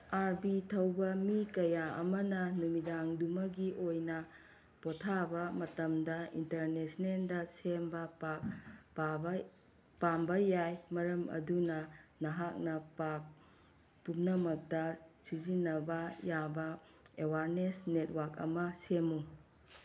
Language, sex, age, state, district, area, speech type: Manipuri, female, 45-60, Manipur, Kangpokpi, urban, read